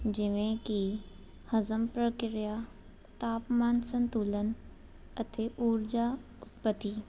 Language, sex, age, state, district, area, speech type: Punjabi, female, 18-30, Punjab, Jalandhar, urban, spontaneous